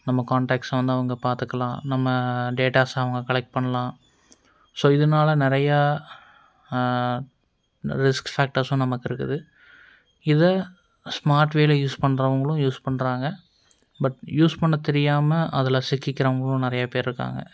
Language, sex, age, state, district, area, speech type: Tamil, male, 18-30, Tamil Nadu, Coimbatore, urban, spontaneous